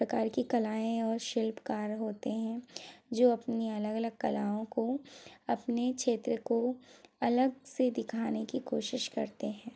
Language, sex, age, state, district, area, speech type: Hindi, female, 30-45, Madhya Pradesh, Bhopal, urban, spontaneous